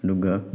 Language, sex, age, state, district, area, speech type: Manipuri, male, 18-30, Manipur, Chandel, rural, spontaneous